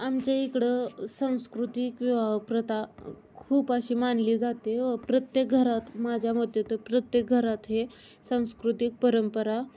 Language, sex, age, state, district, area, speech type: Marathi, female, 18-30, Maharashtra, Osmanabad, rural, spontaneous